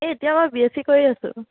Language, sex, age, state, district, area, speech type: Assamese, female, 18-30, Assam, Nagaon, rural, conversation